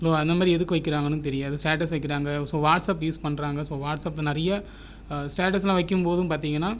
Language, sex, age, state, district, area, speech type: Tamil, male, 30-45, Tamil Nadu, Viluppuram, rural, spontaneous